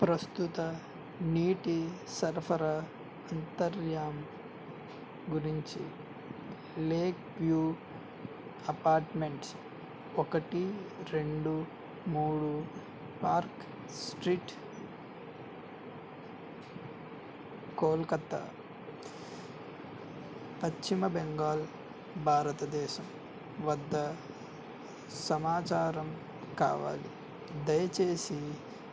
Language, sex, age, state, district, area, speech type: Telugu, male, 18-30, Andhra Pradesh, N T Rama Rao, urban, read